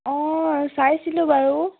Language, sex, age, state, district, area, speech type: Assamese, female, 18-30, Assam, Sivasagar, rural, conversation